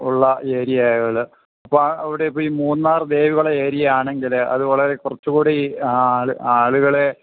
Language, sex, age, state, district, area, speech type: Malayalam, male, 60+, Kerala, Idukki, rural, conversation